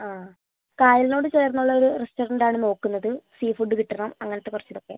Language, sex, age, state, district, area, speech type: Malayalam, female, 45-60, Kerala, Kozhikode, urban, conversation